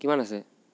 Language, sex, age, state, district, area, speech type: Assamese, male, 18-30, Assam, Nagaon, rural, spontaneous